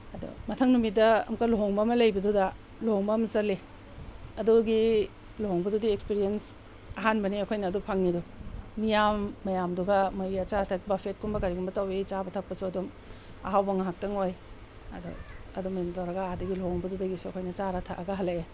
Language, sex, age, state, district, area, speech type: Manipuri, female, 45-60, Manipur, Tengnoupal, urban, spontaneous